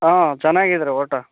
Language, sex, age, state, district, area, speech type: Kannada, male, 30-45, Karnataka, Raichur, rural, conversation